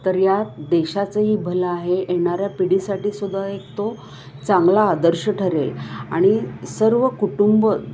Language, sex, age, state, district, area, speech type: Marathi, female, 60+, Maharashtra, Kolhapur, urban, spontaneous